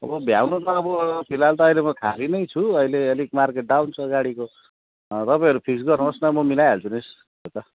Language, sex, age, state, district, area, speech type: Nepali, male, 45-60, West Bengal, Jalpaiguri, rural, conversation